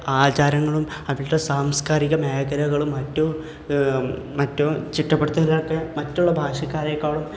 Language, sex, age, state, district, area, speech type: Malayalam, male, 18-30, Kerala, Malappuram, rural, spontaneous